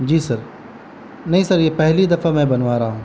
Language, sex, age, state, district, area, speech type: Urdu, male, 30-45, Bihar, Gaya, urban, spontaneous